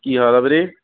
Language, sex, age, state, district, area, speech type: Punjabi, male, 45-60, Punjab, Patiala, urban, conversation